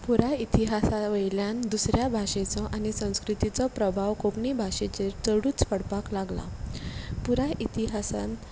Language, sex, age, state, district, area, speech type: Goan Konkani, female, 18-30, Goa, Ponda, rural, spontaneous